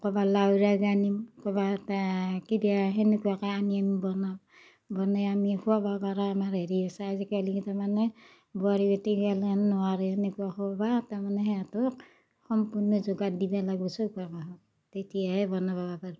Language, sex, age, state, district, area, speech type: Assamese, female, 60+, Assam, Darrang, rural, spontaneous